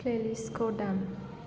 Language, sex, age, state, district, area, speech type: Bodo, female, 18-30, Assam, Chirang, urban, read